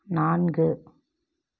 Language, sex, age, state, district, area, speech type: Tamil, female, 30-45, Tamil Nadu, Namakkal, rural, read